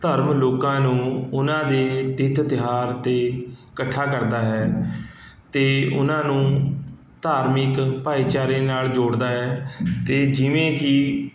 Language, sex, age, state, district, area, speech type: Punjabi, male, 30-45, Punjab, Mohali, urban, spontaneous